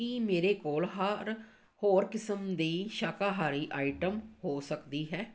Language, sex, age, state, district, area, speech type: Punjabi, female, 45-60, Punjab, Amritsar, urban, read